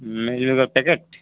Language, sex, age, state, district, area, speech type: Odia, male, 45-60, Odisha, Malkangiri, urban, conversation